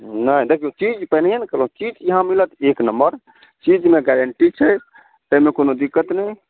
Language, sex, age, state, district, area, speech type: Maithili, male, 30-45, Bihar, Samastipur, rural, conversation